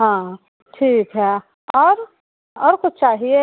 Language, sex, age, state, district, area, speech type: Hindi, female, 30-45, Bihar, Muzaffarpur, rural, conversation